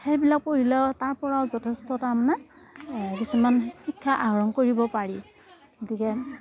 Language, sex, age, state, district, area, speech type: Assamese, female, 60+, Assam, Darrang, rural, spontaneous